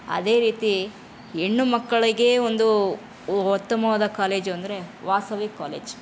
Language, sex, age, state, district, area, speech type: Kannada, female, 30-45, Karnataka, Chamarajanagar, rural, spontaneous